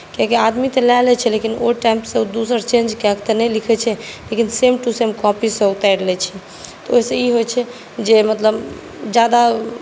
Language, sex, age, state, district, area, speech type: Maithili, female, 18-30, Bihar, Saharsa, urban, spontaneous